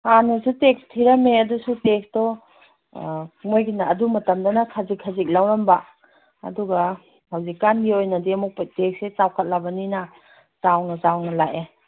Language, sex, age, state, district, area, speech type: Manipuri, female, 45-60, Manipur, Kangpokpi, urban, conversation